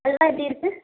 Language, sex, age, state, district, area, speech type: Tamil, female, 18-30, Tamil Nadu, Nagapattinam, rural, conversation